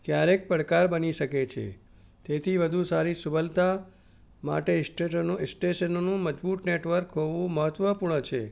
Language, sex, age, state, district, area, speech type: Gujarati, male, 60+, Gujarat, Ahmedabad, urban, spontaneous